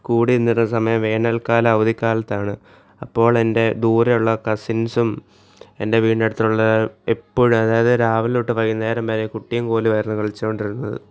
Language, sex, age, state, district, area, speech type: Malayalam, male, 18-30, Kerala, Alappuzha, rural, spontaneous